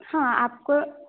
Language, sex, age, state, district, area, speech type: Hindi, female, 18-30, Madhya Pradesh, Balaghat, rural, conversation